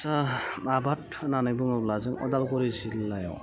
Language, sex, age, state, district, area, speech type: Bodo, female, 30-45, Assam, Udalguri, urban, spontaneous